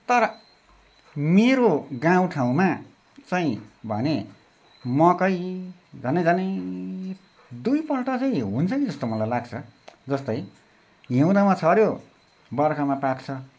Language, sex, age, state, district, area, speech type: Nepali, male, 60+, West Bengal, Darjeeling, rural, spontaneous